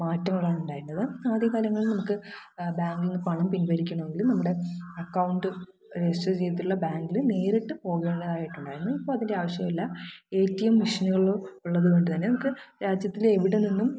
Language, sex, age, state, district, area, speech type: Malayalam, female, 18-30, Kerala, Thiruvananthapuram, rural, spontaneous